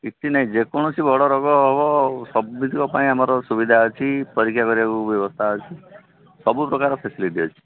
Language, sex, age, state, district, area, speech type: Odia, male, 45-60, Odisha, Sambalpur, rural, conversation